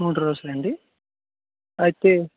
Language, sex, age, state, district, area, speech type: Telugu, male, 18-30, Andhra Pradesh, West Godavari, rural, conversation